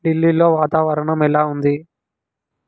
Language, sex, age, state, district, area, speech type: Telugu, male, 18-30, Telangana, Sangareddy, urban, read